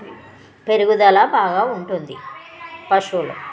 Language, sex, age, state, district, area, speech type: Telugu, female, 30-45, Telangana, Jagtial, rural, spontaneous